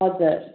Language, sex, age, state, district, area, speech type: Nepali, female, 45-60, West Bengal, Jalpaiguri, rural, conversation